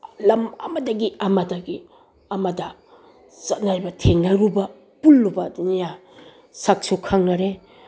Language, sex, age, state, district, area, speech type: Manipuri, female, 60+, Manipur, Bishnupur, rural, spontaneous